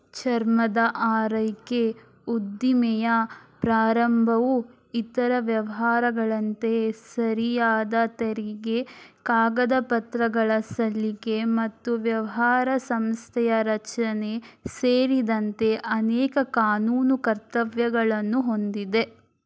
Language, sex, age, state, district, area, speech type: Kannada, female, 18-30, Karnataka, Shimoga, rural, read